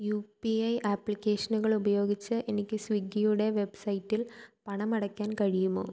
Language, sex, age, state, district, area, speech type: Malayalam, female, 18-30, Kerala, Thiruvananthapuram, rural, read